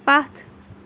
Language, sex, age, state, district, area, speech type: Kashmiri, female, 30-45, Jammu and Kashmir, Srinagar, urban, read